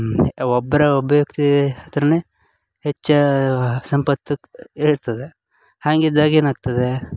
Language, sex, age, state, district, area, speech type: Kannada, male, 18-30, Karnataka, Uttara Kannada, rural, spontaneous